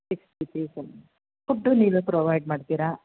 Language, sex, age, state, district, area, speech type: Kannada, female, 45-60, Karnataka, Bangalore Rural, rural, conversation